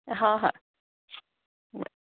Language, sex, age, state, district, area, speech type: Marathi, female, 30-45, Maharashtra, Kolhapur, rural, conversation